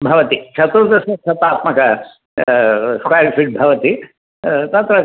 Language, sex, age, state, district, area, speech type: Sanskrit, male, 60+, Tamil Nadu, Thanjavur, urban, conversation